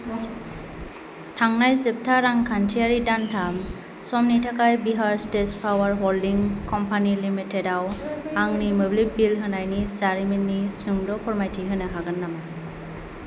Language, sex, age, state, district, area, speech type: Bodo, female, 18-30, Assam, Kokrajhar, urban, read